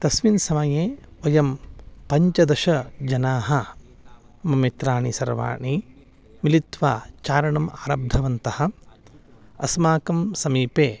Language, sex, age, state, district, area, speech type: Sanskrit, male, 30-45, Karnataka, Uttara Kannada, urban, spontaneous